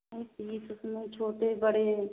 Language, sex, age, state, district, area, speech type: Hindi, female, 30-45, Uttar Pradesh, Prayagraj, rural, conversation